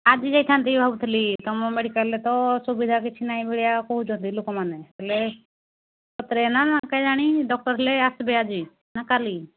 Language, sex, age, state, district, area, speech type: Odia, female, 60+, Odisha, Angul, rural, conversation